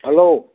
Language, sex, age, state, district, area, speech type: Assamese, male, 60+, Assam, Udalguri, rural, conversation